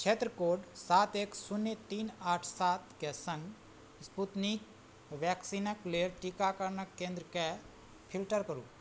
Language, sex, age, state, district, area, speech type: Maithili, male, 45-60, Bihar, Madhubani, rural, read